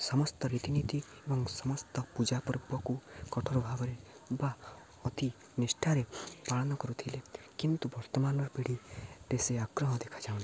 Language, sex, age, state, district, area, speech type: Odia, male, 18-30, Odisha, Jagatsinghpur, rural, spontaneous